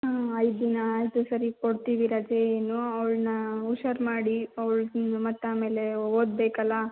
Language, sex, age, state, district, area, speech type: Kannada, female, 18-30, Karnataka, Chitradurga, rural, conversation